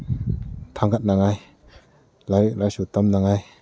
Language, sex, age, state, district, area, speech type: Manipuri, male, 30-45, Manipur, Kakching, rural, spontaneous